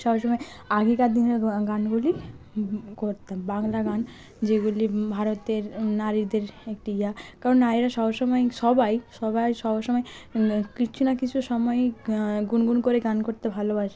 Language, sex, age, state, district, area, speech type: Bengali, female, 45-60, West Bengal, Purba Medinipur, rural, spontaneous